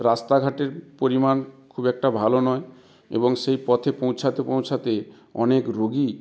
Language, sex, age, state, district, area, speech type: Bengali, male, 60+, West Bengal, South 24 Parganas, rural, spontaneous